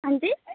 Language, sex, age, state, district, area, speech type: Dogri, female, 18-30, Jammu and Kashmir, Kathua, rural, conversation